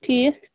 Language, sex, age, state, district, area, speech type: Kashmiri, female, 18-30, Jammu and Kashmir, Anantnag, rural, conversation